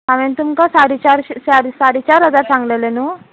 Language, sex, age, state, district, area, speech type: Goan Konkani, female, 18-30, Goa, Murmgao, rural, conversation